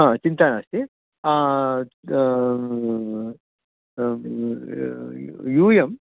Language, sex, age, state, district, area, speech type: Sanskrit, male, 60+, Karnataka, Bangalore Urban, urban, conversation